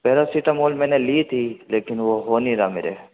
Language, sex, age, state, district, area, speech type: Hindi, male, 18-30, Rajasthan, Jodhpur, urban, conversation